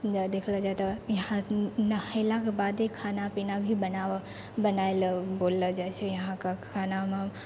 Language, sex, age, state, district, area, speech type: Maithili, female, 18-30, Bihar, Purnia, rural, spontaneous